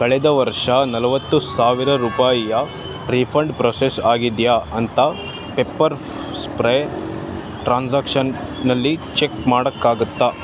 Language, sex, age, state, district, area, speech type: Kannada, male, 18-30, Karnataka, Davanagere, rural, read